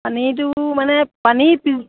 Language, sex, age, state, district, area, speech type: Assamese, female, 45-60, Assam, Sivasagar, rural, conversation